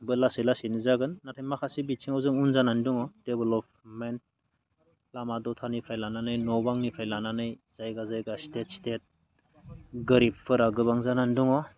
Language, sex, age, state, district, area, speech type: Bodo, male, 30-45, Assam, Baksa, rural, spontaneous